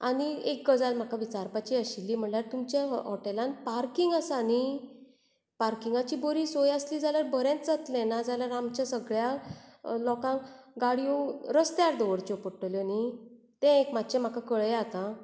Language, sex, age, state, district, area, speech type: Goan Konkani, female, 45-60, Goa, Bardez, urban, spontaneous